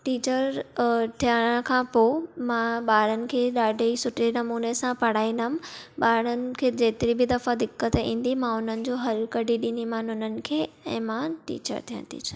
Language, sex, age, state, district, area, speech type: Sindhi, female, 18-30, Maharashtra, Thane, urban, spontaneous